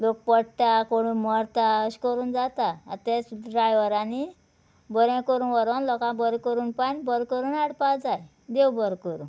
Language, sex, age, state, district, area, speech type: Goan Konkani, female, 30-45, Goa, Murmgao, rural, spontaneous